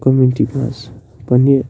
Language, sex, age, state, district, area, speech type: Kashmiri, male, 30-45, Jammu and Kashmir, Baramulla, rural, spontaneous